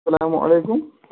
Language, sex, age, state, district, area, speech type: Kashmiri, male, 30-45, Jammu and Kashmir, Ganderbal, rural, conversation